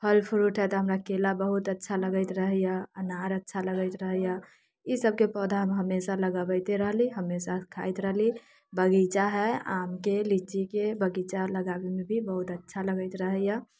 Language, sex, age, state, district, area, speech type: Maithili, female, 18-30, Bihar, Muzaffarpur, rural, spontaneous